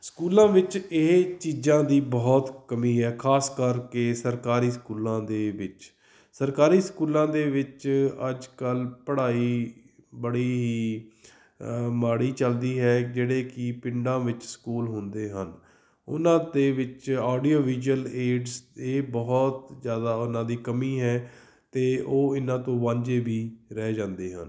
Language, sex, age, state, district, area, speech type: Punjabi, male, 30-45, Punjab, Fatehgarh Sahib, urban, spontaneous